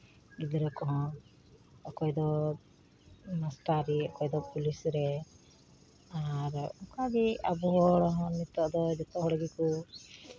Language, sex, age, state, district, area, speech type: Santali, female, 45-60, West Bengal, Uttar Dinajpur, rural, spontaneous